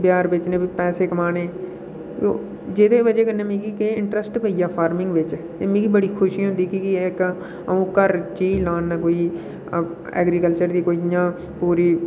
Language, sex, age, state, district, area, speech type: Dogri, male, 18-30, Jammu and Kashmir, Udhampur, rural, spontaneous